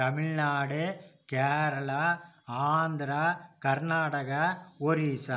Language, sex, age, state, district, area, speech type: Tamil, male, 60+, Tamil Nadu, Coimbatore, urban, spontaneous